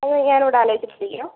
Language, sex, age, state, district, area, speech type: Malayalam, female, 45-60, Kerala, Kozhikode, urban, conversation